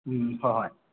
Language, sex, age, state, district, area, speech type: Manipuri, male, 30-45, Manipur, Imphal West, urban, conversation